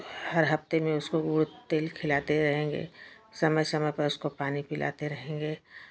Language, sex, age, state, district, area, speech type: Hindi, female, 60+, Uttar Pradesh, Chandauli, urban, spontaneous